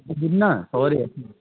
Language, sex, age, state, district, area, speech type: Bengali, male, 18-30, West Bengal, Nadia, rural, conversation